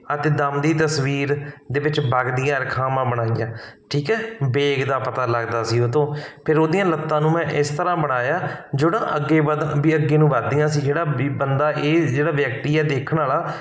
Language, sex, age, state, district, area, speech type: Punjabi, male, 45-60, Punjab, Barnala, rural, spontaneous